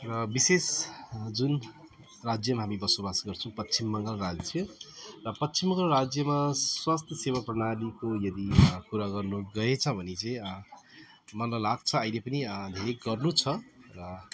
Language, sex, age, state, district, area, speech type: Nepali, male, 30-45, West Bengal, Alipurduar, urban, spontaneous